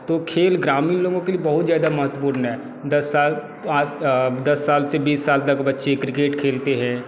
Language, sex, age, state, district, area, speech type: Hindi, male, 30-45, Bihar, Darbhanga, rural, spontaneous